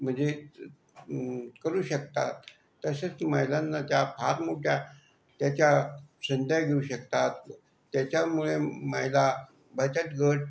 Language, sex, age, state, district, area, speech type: Marathi, male, 45-60, Maharashtra, Buldhana, rural, spontaneous